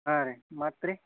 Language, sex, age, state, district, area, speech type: Kannada, male, 18-30, Karnataka, Bagalkot, rural, conversation